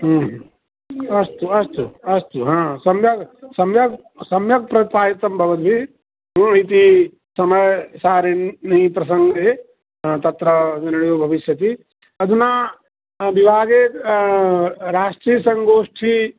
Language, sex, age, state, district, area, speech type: Sanskrit, male, 60+, Bihar, Madhubani, urban, conversation